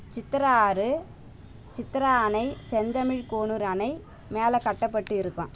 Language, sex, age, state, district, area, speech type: Tamil, female, 30-45, Tamil Nadu, Tiruvannamalai, rural, spontaneous